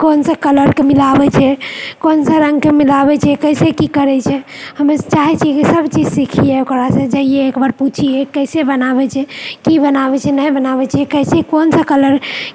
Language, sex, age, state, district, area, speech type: Maithili, female, 30-45, Bihar, Purnia, rural, spontaneous